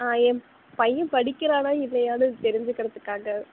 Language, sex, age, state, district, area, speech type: Tamil, female, 18-30, Tamil Nadu, Nagapattinam, rural, conversation